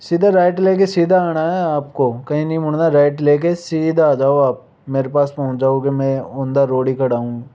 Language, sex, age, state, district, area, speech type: Hindi, male, 18-30, Rajasthan, Jaipur, urban, spontaneous